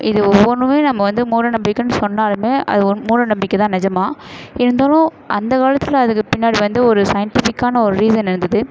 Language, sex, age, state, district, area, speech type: Tamil, female, 18-30, Tamil Nadu, Perambalur, urban, spontaneous